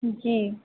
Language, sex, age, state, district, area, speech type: Hindi, female, 18-30, Madhya Pradesh, Harda, urban, conversation